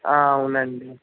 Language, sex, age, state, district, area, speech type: Telugu, male, 30-45, Andhra Pradesh, N T Rama Rao, urban, conversation